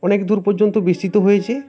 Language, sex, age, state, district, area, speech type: Bengali, male, 18-30, West Bengal, Uttar Dinajpur, rural, spontaneous